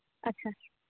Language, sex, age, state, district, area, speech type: Santali, female, 18-30, Jharkhand, East Singhbhum, rural, conversation